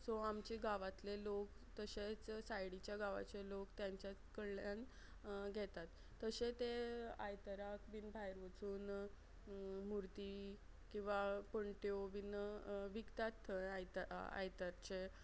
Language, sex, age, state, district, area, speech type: Goan Konkani, female, 30-45, Goa, Quepem, rural, spontaneous